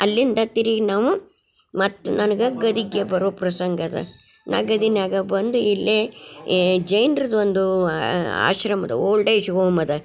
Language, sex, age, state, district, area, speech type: Kannada, female, 60+, Karnataka, Gadag, rural, spontaneous